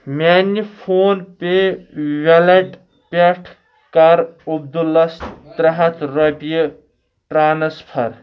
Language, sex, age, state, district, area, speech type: Kashmiri, male, 45-60, Jammu and Kashmir, Kulgam, rural, read